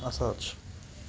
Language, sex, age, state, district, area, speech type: Odia, male, 18-30, Odisha, Cuttack, urban, spontaneous